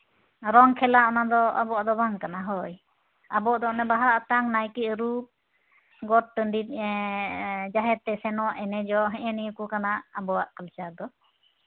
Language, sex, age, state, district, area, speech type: Santali, female, 30-45, West Bengal, Uttar Dinajpur, rural, conversation